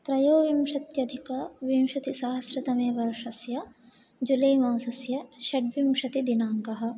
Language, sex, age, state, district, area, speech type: Sanskrit, female, 18-30, Telangana, Hyderabad, urban, spontaneous